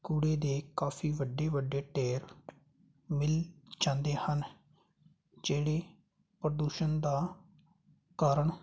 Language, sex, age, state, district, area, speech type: Punjabi, male, 30-45, Punjab, Fazilka, rural, spontaneous